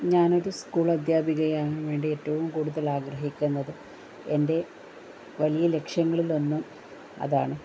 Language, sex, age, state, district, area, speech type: Malayalam, female, 30-45, Kerala, Kannur, rural, spontaneous